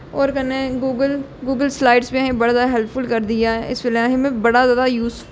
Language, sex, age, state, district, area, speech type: Dogri, female, 18-30, Jammu and Kashmir, Jammu, urban, spontaneous